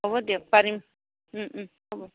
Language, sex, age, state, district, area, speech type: Assamese, female, 30-45, Assam, Goalpara, urban, conversation